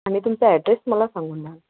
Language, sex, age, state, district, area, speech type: Marathi, female, 30-45, Maharashtra, Wardha, urban, conversation